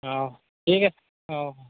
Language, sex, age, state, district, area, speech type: Assamese, male, 45-60, Assam, Charaideo, rural, conversation